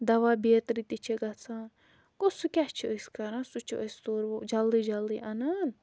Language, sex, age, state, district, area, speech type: Kashmiri, female, 18-30, Jammu and Kashmir, Budgam, rural, spontaneous